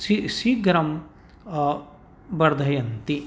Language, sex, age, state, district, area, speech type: Sanskrit, male, 45-60, Rajasthan, Bharatpur, urban, spontaneous